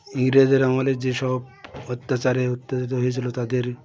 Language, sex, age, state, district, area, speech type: Bengali, male, 60+, West Bengal, Birbhum, urban, spontaneous